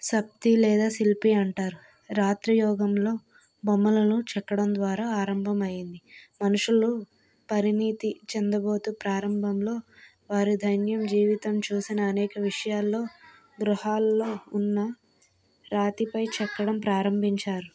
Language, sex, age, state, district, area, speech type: Telugu, female, 30-45, Andhra Pradesh, Vizianagaram, rural, spontaneous